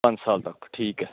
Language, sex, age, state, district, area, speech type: Punjabi, male, 30-45, Punjab, Patiala, rural, conversation